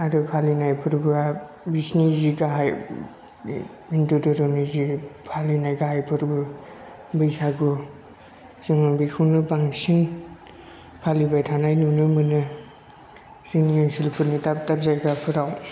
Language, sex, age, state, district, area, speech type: Bodo, male, 30-45, Assam, Chirang, rural, spontaneous